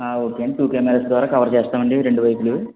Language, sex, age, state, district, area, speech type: Telugu, male, 45-60, Andhra Pradesh, Kakinada, urban, conversation